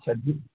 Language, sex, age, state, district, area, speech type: Maithili, male, 60+, Bihar, Purnia, urban, conversation